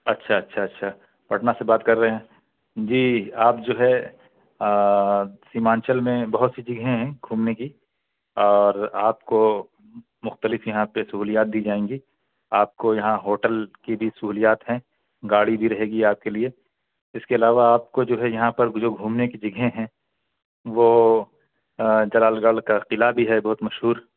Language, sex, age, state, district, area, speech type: Urdu, male, 30-45, Bihar, Purnia, rural, conversation